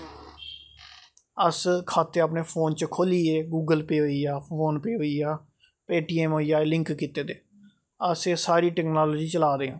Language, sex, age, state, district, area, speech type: Dogri, male, 30-45, Jammu and Kashmir, Jammu, urban, spontaneous